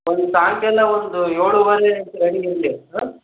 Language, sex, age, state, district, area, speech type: Kannada, male, 18-30, Karnataka, Chitradurga, urban, conversation